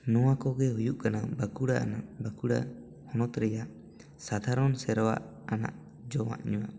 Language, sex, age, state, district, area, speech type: Santali, male, 18-30, West Bengal, Bankura, rural, spontaneous